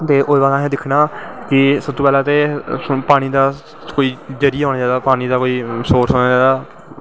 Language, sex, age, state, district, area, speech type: Dogri, male, 18-30, Jammu and Kashmir, Jammu, rural, spontaneous